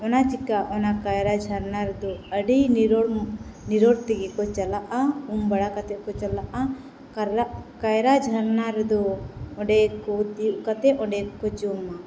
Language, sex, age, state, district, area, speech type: Santali, female, 18-30, Jharkhand, Seraikela Kharsawan, rural, spontaneous